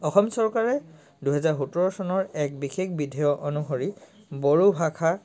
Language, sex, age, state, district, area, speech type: Assamese, male, 30-45, Assam, Sivasagar, rural, spontaneous